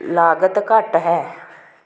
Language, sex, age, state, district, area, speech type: Punjabi, female, 45-60, Punjab, Hoshiarpur, rural, read